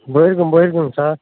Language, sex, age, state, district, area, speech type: Tamil, male, 45-60, Tamil Nadu, Madurai, urban, conversation